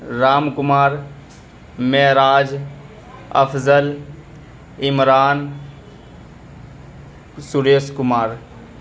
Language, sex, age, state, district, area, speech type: Urdu, male, 30-45, Delhi, Central Delhi, urban, spontaneous